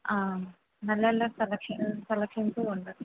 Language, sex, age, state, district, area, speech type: Malayalam, female, 30-45, Kerala, Kannur, urban, conversation